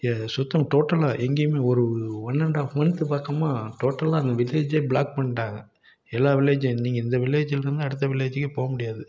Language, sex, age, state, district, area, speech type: Tamil, male, 45-60, Tamil Nadu, Salem, rural, spontaneous